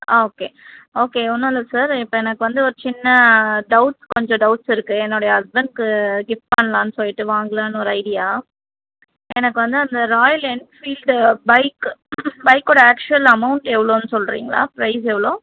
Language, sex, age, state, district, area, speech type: Tamil, female, 30-45, Tamil Nadu, Tiruvallur, urban, conversation